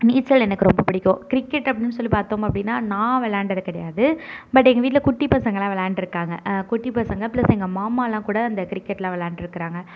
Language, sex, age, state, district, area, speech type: Tamil, female, 18-30, Tamil Nadu, Tiruvarur, urban, spontaneous